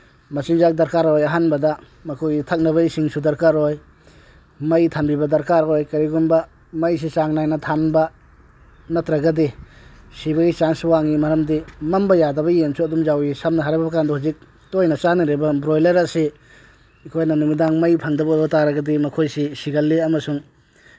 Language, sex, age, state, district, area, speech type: Manipuri, male, 60+, Manipur, Tengnoupal, rural, spontaneous